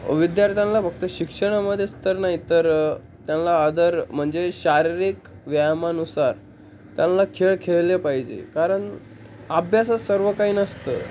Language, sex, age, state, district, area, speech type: Marathi, male, 18-30, Maharashtra, Ahmednagar, rural, spontaneous